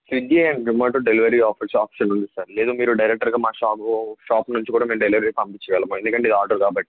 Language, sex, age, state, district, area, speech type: Telugu, male, 18-30, Andhra Pradesh, N T Rama Rao, urban, conversation